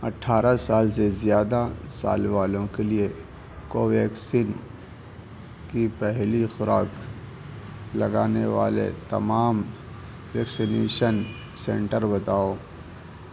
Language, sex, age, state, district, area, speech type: Urdu, male, 18-30, Uttar Pradesh, Gautam Buddha Nagar, rural, read